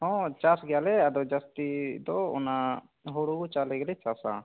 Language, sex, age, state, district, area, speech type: Santali, male, 18-30, Jharkhand, Seraikela Kharsawan, rural, conversation